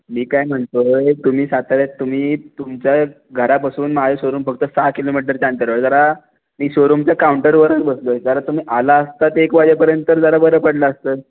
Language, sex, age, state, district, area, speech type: Marathi, male, 18-30, Maharashtra, Raigad, rural, conversation